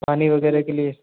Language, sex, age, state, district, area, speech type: Hindi, male, 60+, Rajasthan, Jodhpur, urban, conversation